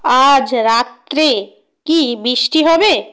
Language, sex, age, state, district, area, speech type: Bengali, female, 45-60, West Bengal, North 24 Parganas, rural, read